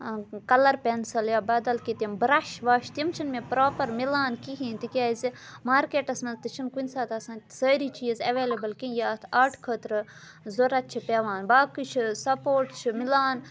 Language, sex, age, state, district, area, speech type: Kashmiri, female, 18-30, Jammu and Kashmir, Budgam, rural, spontaneous